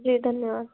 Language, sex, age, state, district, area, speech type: Hindi, female, 18-30, Madhya Pradesh, Betul, rural, conversation